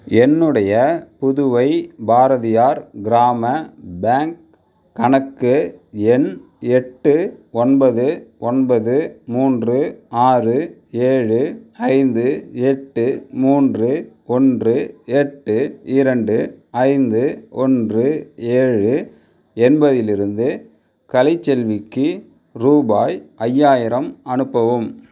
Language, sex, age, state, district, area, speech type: Tamil, male, 30-45, Tamil Nadu, Mayiladuthurai, rural, read